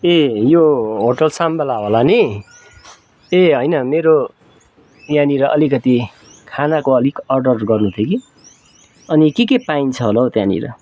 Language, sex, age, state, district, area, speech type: Nepali, male, 30-45, West Bengal, Darjeeling, rural, spontaneous